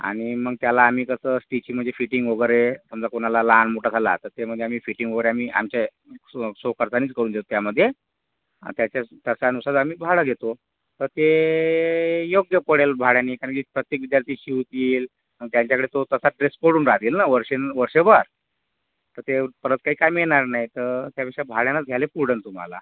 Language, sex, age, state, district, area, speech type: Marathi, male, 30-45, Maharashtra, Yavatmal, urban, conversation